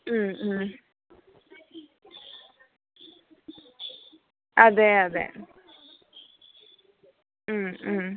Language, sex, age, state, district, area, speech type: Malayalam, male, 45-60, Kerala, Pathanamthitta, rural, conversation